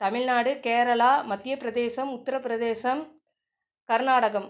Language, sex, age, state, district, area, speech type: Tamil, female, 45-60, Tamil Nadu, Cuddalore, rural, spontaneous